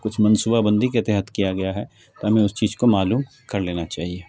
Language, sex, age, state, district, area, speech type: Urdu, male, 45-60, Bihar, Khagaria, rural, spontaneous